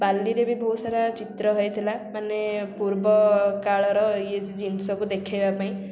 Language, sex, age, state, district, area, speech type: Odia, female, 18-30, Odisha, Puri, urban, spontaneous